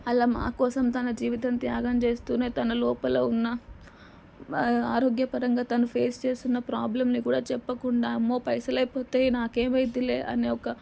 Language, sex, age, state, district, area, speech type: Telugu, female, 18-30, Telangana, Nalgonda, urban, spontaneous